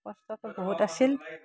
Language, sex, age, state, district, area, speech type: Assamese, female, 60+, Assam, Udalguri, rural, spontaneous